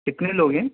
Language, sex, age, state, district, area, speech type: Urdu, male, 30-45, Delhi, Central Delhi, urban, conversation